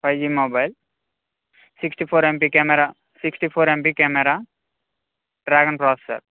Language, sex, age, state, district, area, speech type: Telugu, male, 18-30, Telangana, Khammam, urban, conversation